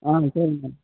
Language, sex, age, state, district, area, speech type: Tamil, male, 18-30, Tamil Nadu, Cuddalore, rural, conversation